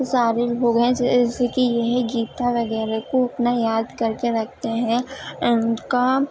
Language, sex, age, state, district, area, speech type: Urdu, female, 18-30, Uttar Pradesh, Gautam Buddha Nagar, urban, spontaneous